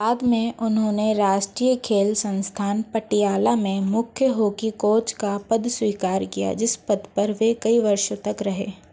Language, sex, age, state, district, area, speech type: Hindi, female, 45-60, Madhya Pradesh, Bhopal, urban, read